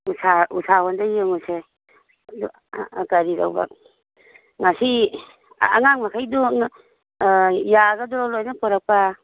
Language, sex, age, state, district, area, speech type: Manipuri, female, 45-60, Manipur, Imphal East, rural, conversation